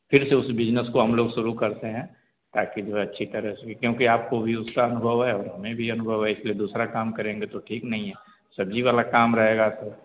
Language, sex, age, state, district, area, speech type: Hindi, male, 30-45, Uttar Pradesh, Azamgarh, rural, conversation